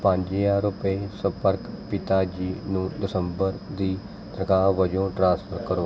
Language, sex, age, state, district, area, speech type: Punjabi, male, 30-45, Punjab, Mohali, urban, read